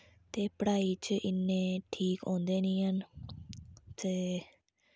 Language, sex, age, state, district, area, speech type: Dogri, female, 45-60, Jammu and Kashmir, Reasi, rural, spontaneous